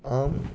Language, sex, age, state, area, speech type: Sanskrit, male, 18-30, Rajasthan, urban, spontaneous